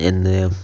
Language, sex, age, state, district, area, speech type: Malayalam, male, 18-30, Kerala, Kozhikode, urban, spontaneous